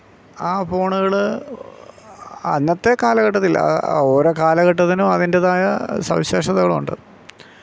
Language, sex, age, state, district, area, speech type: Malayalam, male, 45-60, Kerala, Alappuzha, rural, spontaneous